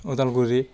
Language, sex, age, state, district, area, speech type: Bodo, male, 30-45, Assam, Kokrajhar, rural, spontaneous